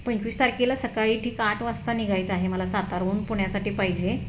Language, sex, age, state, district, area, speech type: Marathi, female, 30-45, Maharashtra, Satara, rural, spontaneous